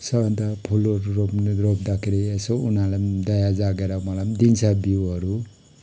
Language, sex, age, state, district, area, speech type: Nepali, male, 45-60, West Bengal, Kalimpong, rural, spontaneous